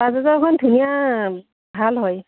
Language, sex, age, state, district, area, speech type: Assamese, female, 30-45, Assam, Udalguri, urban, conversation